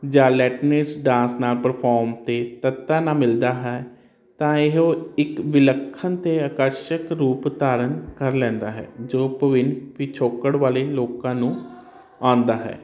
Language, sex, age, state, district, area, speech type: Punjabi, male, 30-45, Punjab, Hoshiarpur, urban, spontaneous